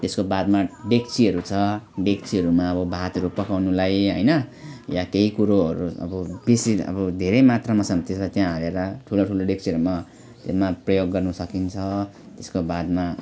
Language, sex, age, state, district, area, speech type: Nepali, male, 30-45, West Bengal, Alipurduar, urban, spontaneous